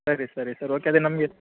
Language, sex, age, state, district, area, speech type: Kannada, male, 30-45, Karnataka, Udupi, urban, conversation